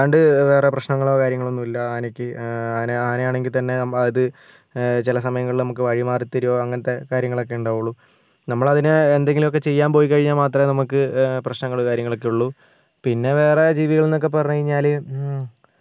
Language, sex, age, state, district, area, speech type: Malayalam, male, 18-30, Kerala, Wayanad, rural, spontaneous